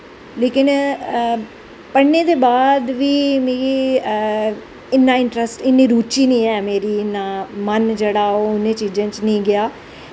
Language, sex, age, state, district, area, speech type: Dogri, female, 45-60, Jammu and Kashmir, Jammu, rural, spontaneous